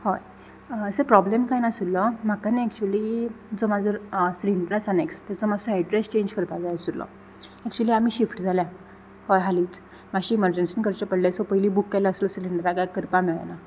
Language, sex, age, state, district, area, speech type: Goan Konkani, female, 18-30, Goa, Ponda, rural, spontaneous